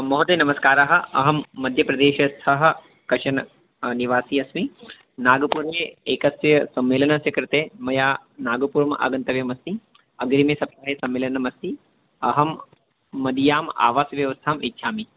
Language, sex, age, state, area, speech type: Sanskrit, male, 30-45, Madhya Pradesh, urban, conversation